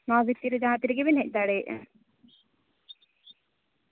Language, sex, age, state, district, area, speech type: Santali, female, 18-30, Jharkhand, Seraikela Kharsawan, rural, conversation